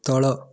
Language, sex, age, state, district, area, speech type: Odia, male, 18-30, Odisha, Rayagada, urban, read